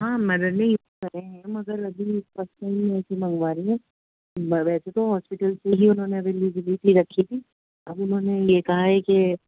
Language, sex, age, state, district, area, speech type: Urdu, female, 30-45, Delhi, North East Delhi, urban, conversation